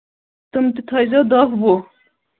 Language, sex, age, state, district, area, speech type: Kashmiri, female, 18-30, Jammu and Kashmir, Kulgam, rural, conversation